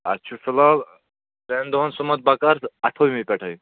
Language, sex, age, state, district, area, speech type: Kashmiri, male, 30-45, Jammu and Kashmir, Srinagar, urban, conversation